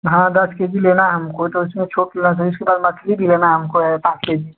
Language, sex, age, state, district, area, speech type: Hindi, male, 18-30, Uttar Pradesh, Chandauli, rural, conversation